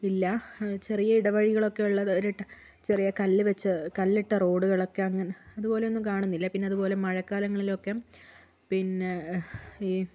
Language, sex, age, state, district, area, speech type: Malayalam, female, 30-45, Kerala, Wayanad, rural, spontaneous